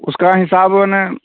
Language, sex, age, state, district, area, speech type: Hindi, male, 30-45, Bihar, Samastipur, urban, conversation